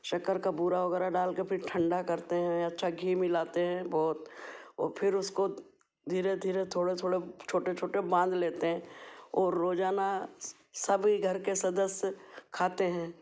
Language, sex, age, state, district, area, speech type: Hindi, female, 60+, Madhya Pradesh, Ujjain, urban, spontaneous